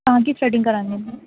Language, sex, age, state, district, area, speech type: Urdu, female, 18-30, Delhi, East Delhi, urban, conversation